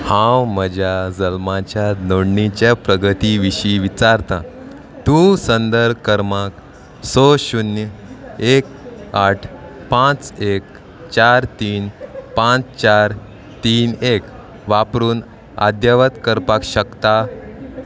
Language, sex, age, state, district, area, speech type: Goan Konkani, male, 18-30, Goa, Salcete, rural, read